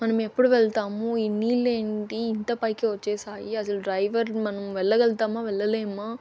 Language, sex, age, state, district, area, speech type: Telugu, female, 30-45, Andhra Pradesh, Chittoor, rural, spontaneous